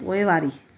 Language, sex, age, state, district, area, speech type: Sindhi, female, 45-60, Gujarat, Surat, urban, read